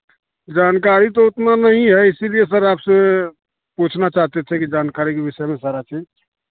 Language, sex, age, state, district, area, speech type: Hindi, male, 30-45, Bihar, Madhepura, rural, conversation